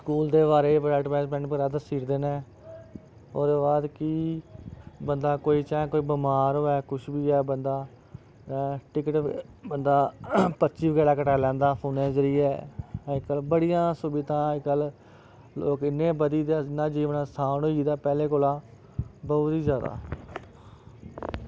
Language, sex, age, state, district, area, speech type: Dogri, male, 30-45, Jammu and Kashmir, Samba, rural, spontaneous